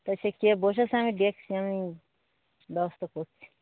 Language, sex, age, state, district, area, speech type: Bengali, female, 60+, West Bengal, Darjeeling, urban, conversation